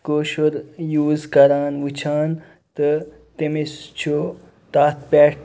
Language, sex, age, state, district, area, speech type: Kashmiri, male, 18-30, Jammu and Kashmir, Kupwara, rural, spontaneous